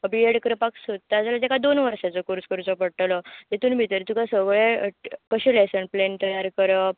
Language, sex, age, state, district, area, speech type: Goan Konkani, female, 18-30, Goa, Tiswadi, rural, conversation